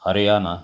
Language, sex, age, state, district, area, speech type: Marathi, male, 45-60, Maharashtra, Sindhudurg, rural, spontaneous